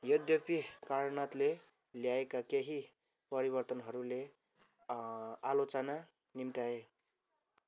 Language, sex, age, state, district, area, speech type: Nepali, male, 18-30, West Bengal, Kalimpong, rural, read